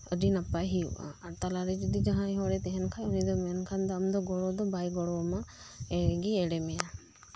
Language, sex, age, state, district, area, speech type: Santali, female, 30-45, West Bengal, Birbhum, rural, spontaneous